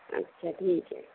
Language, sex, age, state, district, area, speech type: Urdu, female, 18-30, Telangana, Hyderabad, urban, conversation